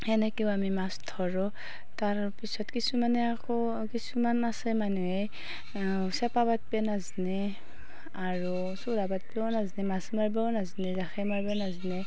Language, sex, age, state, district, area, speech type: Assamese, female, 30-45, Assam, Darrang, rural, spontaneous